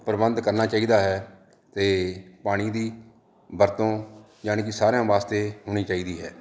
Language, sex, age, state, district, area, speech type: Punjabi, male, 45-60, Punjab, Jalandhar, urban, spontaneous